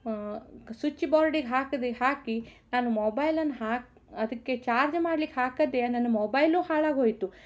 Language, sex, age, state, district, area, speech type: Kannada, female, 60+, Karnataka, Shimoga, rural, spontaneous